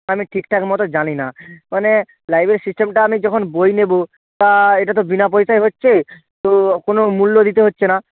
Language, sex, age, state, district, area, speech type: Bengali, male, 18-30, West Bengal, Bankura, urban, conversation